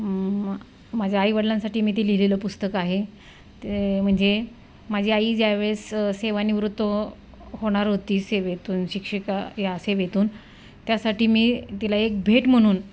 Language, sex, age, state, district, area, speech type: Marathi, female, 30-45, Maharashtra, Satara, rural, spontaneous